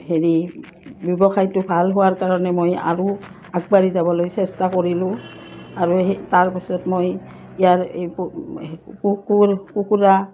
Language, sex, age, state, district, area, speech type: Assamese, female, 45-60, Assam, Udalguri, rural, spontaneous